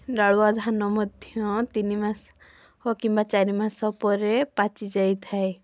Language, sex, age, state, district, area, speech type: Odia, female, 18-30, Odisha, Mayurbhanj, rural, spontaneous